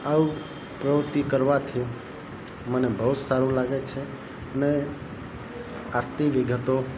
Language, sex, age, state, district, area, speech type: Gujarati, male, 30-45, Gujarat, Narmada, rural, spontaneous